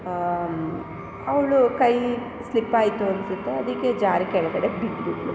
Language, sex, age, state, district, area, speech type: Kannada, female, 30-45, Karnataka, Chamarajanagar, rural, spontaneous